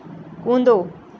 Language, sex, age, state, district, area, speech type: Hindi, female, 18-30, Madhya Pradesh, Narsinghpur, rural, read